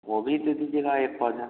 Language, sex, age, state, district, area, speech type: Hindi, male, 30-45, Bihar, Vaishali, rural, conversation